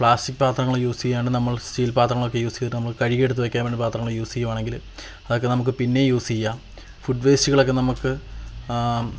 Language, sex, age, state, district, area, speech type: Malayalam, male, 18-30, Kerala, Idukki, rural, spontaneous